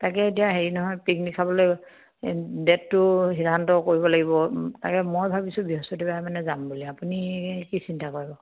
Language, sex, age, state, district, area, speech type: Assamese, female, 60+, Assam, Dhemaji, rural, conversation